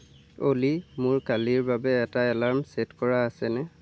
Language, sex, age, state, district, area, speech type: Assamese, male, 18-30, Assam, Lakhimpur, rural, read